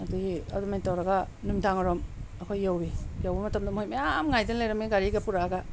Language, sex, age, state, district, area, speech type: Manipuri, female, 45-60, Manipur, Tengnoupal, urban, spontaneous